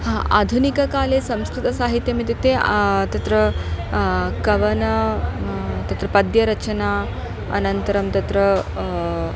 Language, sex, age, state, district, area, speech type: Sanskrit, female, 30-45, Karnataka, Dharwad, urban, spontaneous